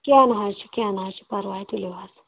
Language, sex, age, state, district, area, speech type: Kashmiri, female, 18-30, Jammu and Kashmir, Kulgam, rural, conversation